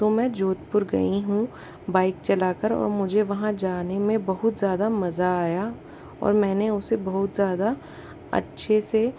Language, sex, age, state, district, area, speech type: Hindi, female, 60+, Rajasthan, Jaipur, urban, spontaneous